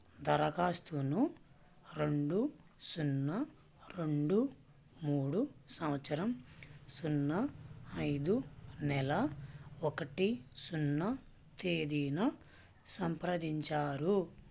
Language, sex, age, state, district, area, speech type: Telugu, male, 18-30, Andhra Pradesh, Krishna, rural, read